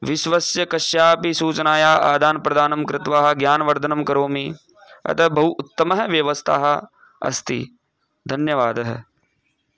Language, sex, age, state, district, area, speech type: Sanskrit, male, 18-30, Rajasthan, Jaipur, rural, spontaneous